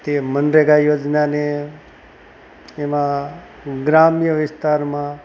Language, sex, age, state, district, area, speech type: Gujarati, male, 45-60, Gujarat, Rajkot, rural, spontaneous